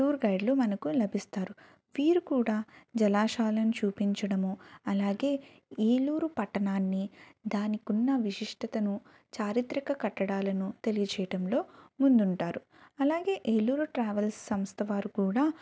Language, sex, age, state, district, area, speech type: Telugu, female, 18-30, Andhra Pradesh, Eluru, rural, spontaneous